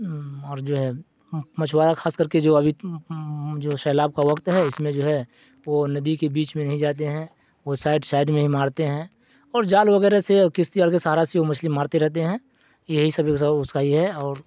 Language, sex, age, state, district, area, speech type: Urdu, male, 60+, Bihar, Darbhanga, rural, spontaneous